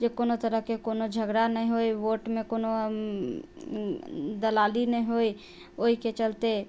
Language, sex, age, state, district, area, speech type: Maithili, female, 30-45, Bihar, Sitamarhi, urban, spontaneous